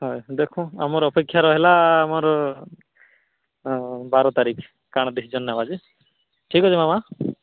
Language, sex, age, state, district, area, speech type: Odia, male, 18-30, Odisha, Nuapada, urban, conversation